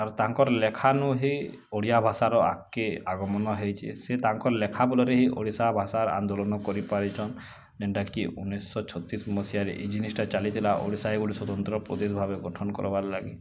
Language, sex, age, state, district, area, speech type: Odia, male, 18-30, Odisha, Bargarh, rural, spontaneous